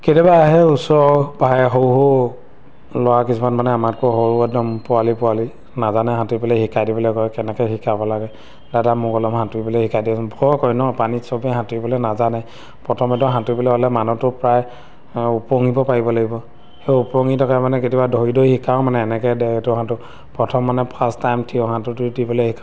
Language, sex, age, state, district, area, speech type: Assamese, male, 30-45, Assam, Sivasagar, urban, spontaneous